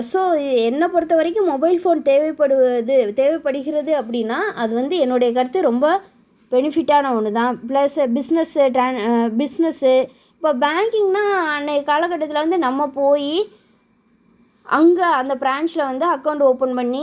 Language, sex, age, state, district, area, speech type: Tamil, female, 30-45, Tamil Nadu, Sivaganga, rural, spontaneous